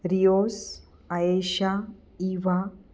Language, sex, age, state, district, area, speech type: Marathi, female, 45-60, Maharashtra, Nashik, urban, spontaneous